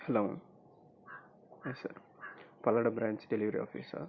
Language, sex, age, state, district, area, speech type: Tamil, male, 18-30, Tamil Nadu, Coimbatore, rural, spontaneous